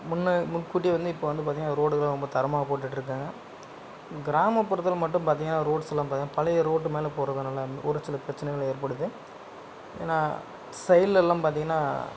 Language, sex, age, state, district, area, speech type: Tamil, male, 45-60, Tamil Nadu, Dharmapuri, rural, spontaneous